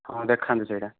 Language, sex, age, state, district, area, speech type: Odia, male, 18-30, Odisha, Kandhamal, rural, conversation